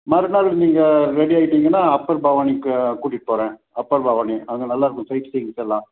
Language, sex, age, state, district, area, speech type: Tamil, male, 45-60, Tamil Nadu, Salem, urban, conversation